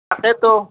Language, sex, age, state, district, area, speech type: Assamese, male, 18-30, Assam, Nalbari, rural, conversation